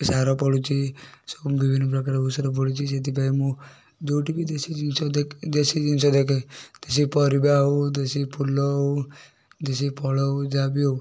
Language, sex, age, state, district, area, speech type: Odia, male, 30-45, Odisha, Kendujhar, urban, spontaneous